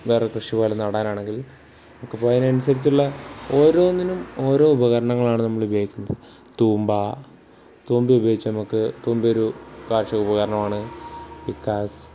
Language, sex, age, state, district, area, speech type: Malayalam, male, 18-30, Kerala, Wayanad, rural, spontaneous